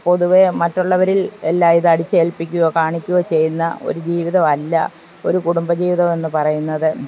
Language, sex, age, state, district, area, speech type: Malayalam, female, 45-60, Kerala, Alappuzha, rural, spontaneous